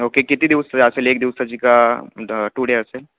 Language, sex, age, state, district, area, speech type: Marathi, male, 18-30, Maharashtra, Ahmednagar, urban, conversation